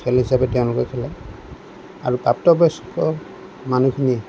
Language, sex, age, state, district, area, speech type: Assamese, male, 45-60, Assam, Lakhimpur, rural, spontaneous